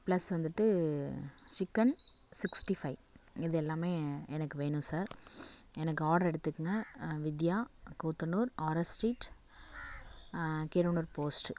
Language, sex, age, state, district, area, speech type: Tamil, female, 18-30, Tamil Nadu, Nagapattinam, rural, spontaneous